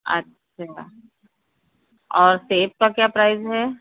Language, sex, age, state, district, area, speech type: Hindi, female, 45-60, Uttar Pradesh, Sitapur, rural, conversation